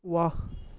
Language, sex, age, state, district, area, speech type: Urdu, male, 18-30, Maharashtra, Nashik, rural, read